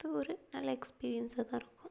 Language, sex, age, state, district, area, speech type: Tamil, female, 18-30, Tamil Nadu, Perambalur, rural, spontaneous